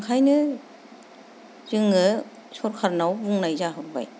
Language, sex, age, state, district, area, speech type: Bodo, female, 30-45, Assam, Kokrajhar, rural, spontaneous